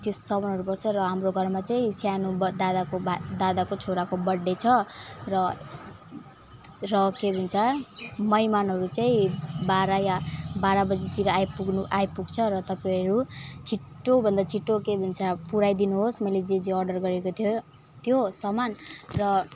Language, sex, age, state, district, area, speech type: Nepali, female, 18-30, West Bengal, Alipurduar, urban, spontaneous